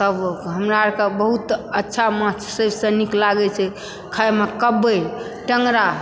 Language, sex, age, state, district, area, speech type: Maithili, female, 60+, Bihar, Supaul, rural, spontaneous